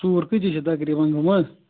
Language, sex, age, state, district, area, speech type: Kashmiri, male, 18-30, Jammu and Kashmir, Ganderbal, rural, conversation